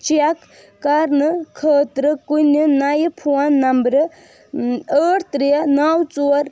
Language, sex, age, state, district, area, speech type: Kashmiri, female, 18-30, Jammu and Kashmir, Budgam, rural, read